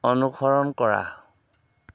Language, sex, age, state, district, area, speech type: Assamese, male, 45-60, Assam, Dhemaji, rural, read